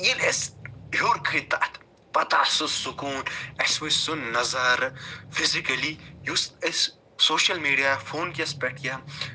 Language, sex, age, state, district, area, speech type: Kashmiri, male, 45-60, Jammu and Kashmir, Budgam, urban, spontaneous